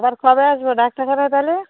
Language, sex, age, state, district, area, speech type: Bengali, female, 45-60, West Bengal, Darjeeling, urban, conversation